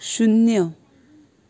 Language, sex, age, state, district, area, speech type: Goan Konkani, female, 18-30, Goa, Ponda, rural, read